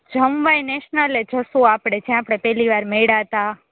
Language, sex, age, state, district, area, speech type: Gujarati, female, 18-30, Gujarat, Rajkot, rural, conversation